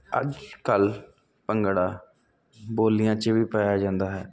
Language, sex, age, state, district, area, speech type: Punjabi, male, 30-45, Punjab, Jalandhar, urban, spontaneous